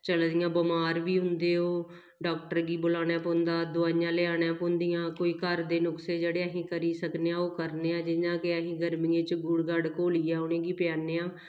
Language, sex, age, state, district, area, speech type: Dogri, female, 30-45, Jammu and Kashmir, Kathua, rural, spontaneous